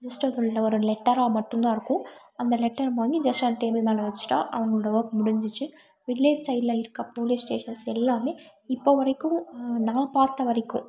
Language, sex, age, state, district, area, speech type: Tamil, female, 18-30, Tamil Nadu, Tiruppur, rural, spontaneous